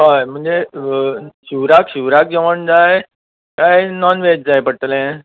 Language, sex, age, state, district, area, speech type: Goan Konkani, male, 45-60, Goa, Bardez, urban, conversation